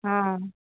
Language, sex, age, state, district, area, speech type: Odia, female, 60+, Odisha, Sundergarh, rural, conversation